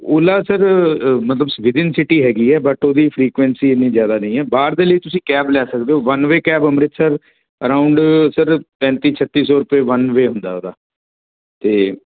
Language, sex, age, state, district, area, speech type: Punjabi, male, 45-60, Punjab, Patiala, urban, conversation